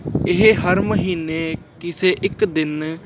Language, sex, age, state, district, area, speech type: Punjabi, male, 18-30, Punjab, Ludhiana, urban, spontaneous